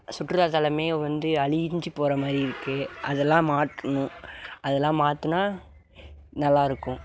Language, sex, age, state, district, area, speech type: Tamil, male, 18-30, Tamil Nadu, Mayiladuthurai, urban, spontaneous